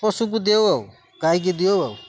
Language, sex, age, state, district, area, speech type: Odia, male, 45-60, Odisha, Jagatsinghpur, urban, spontaneous